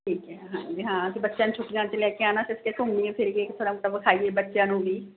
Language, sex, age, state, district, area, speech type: Punjabi, female, 30-45, Punjab, Mansa, urban, conversation